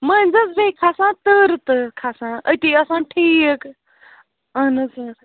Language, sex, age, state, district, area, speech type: Kashmiri, female, 45-60, Jammu and Kashmir, Srinagar, urban, conversation